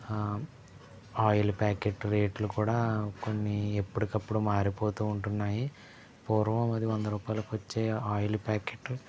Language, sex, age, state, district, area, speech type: Telugu, male, 18-30, Andhra Pradesh, East Godavari, rural, spontaneous